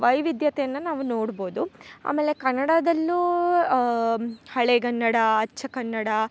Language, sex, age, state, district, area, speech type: Kannada, female, 18-30, Karnataka, Chikkamagaluru, rural, spontaneous